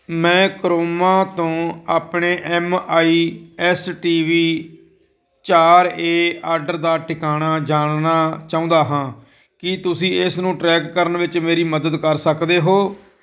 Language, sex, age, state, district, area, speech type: Punjabi, male, 45-60, Punjab, Firozpur, rural, read